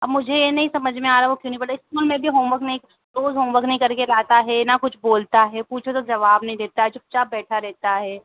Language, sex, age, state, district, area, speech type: Hindi, female, 18-30, Madhya Pradesh, Harda, urban, conversation